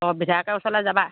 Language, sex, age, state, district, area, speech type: Assamese, female, 30-45, Assam, Lakhimpur, rural, conversation